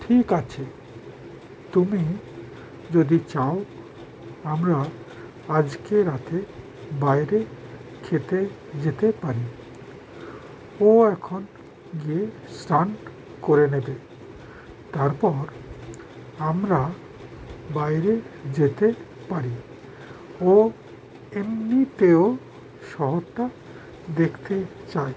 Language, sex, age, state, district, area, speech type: Bengali, male, 60+, West Bengal, Howrah, urban, read